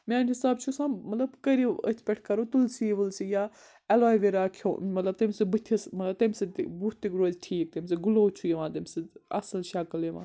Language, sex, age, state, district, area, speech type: Kashmiri, female, 60+, Jammu and Kashmir, Srinagar, urban, spontaneous